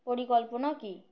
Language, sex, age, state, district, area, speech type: Bengali, female, 18-30, West Bengal, Birbhum, urban, spontaneous